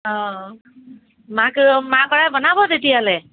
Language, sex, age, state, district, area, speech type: Assamese, female, 45-60, Assam, Kamrup Metropolitan, urban, conversation